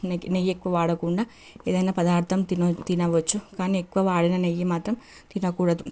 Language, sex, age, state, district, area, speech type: Telugu, female, 18-30, Telangana, Nalgonda, urban, spontaneous